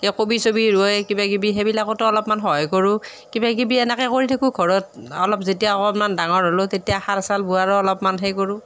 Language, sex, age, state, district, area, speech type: Assamese, female, 30-45, Assam, Nalbari, rural, spontaneous